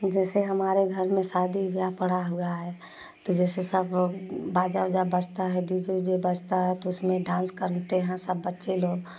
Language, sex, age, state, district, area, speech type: Hindi, female, 45-60, Uttar Pradesh, Prayagraj, rural, spontaneous